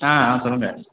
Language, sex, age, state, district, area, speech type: Tamil, male, 30-45, Tamil Nadu, Sivaganga, rural, conversation